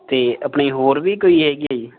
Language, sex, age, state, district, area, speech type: Punjabi, male, 18-30, Punjab, Rupnagar, urban, conversation